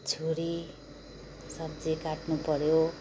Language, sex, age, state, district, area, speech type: Nepali, female, 30-45, West Bengal, Darjeeling, rural, spontaneous